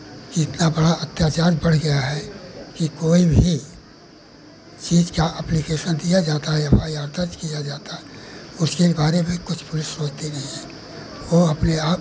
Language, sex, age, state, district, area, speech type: Hindi, male, 60+, Uttar Pradesh, Pratapgarh, rural, spontaneous